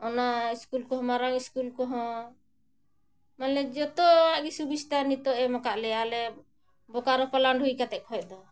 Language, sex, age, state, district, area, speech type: Santali, female, 45-60, Jharkhand, Bokaro, rural, spontaneous